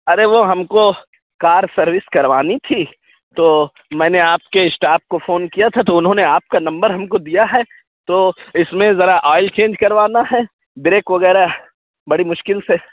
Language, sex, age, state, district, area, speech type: Urdu, male, 45-60, Uttar Pradesh, Lucknow, urban, conversation